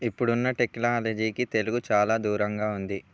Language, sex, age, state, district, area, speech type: Telugu, male, 18-30, Telangana, Bhadradri Kothagudem, rural, spontaneous